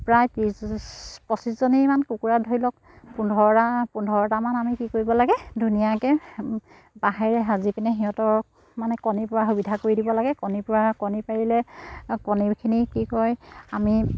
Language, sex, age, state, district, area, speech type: Assamese, female, 30-45, Assam, Charaideo, rural, spontaneous